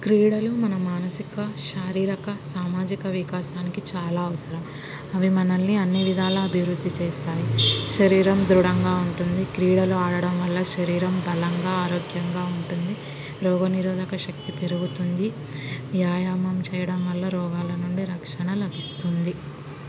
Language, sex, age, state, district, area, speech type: Telugu, female, 30-45, Andhra Pradesh, Kurnool, urban, spontaneous